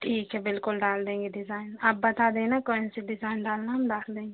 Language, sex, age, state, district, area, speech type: Hindi, female, 30-45, Madhya Pradesh, Hoshangabad, rural, conversation